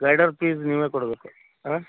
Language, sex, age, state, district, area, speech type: Kannada, male, 30-45, Karnataka, Vijayapura, urban, conversation